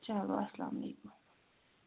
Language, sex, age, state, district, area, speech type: Kashmiri, female, 18-30, Jammu and Kashmir, Anantnag, rural, conversation